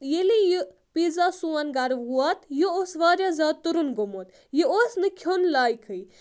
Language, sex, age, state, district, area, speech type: Kashmiri, female, 18-30, Jammu and Kashmir, Budgam, rural, spontaneous